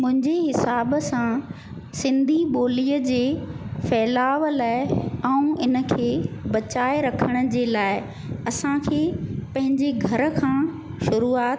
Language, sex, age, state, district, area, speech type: Sindhi, female, 45-60, Madhya Pradesh, Katni, urban, spontaneous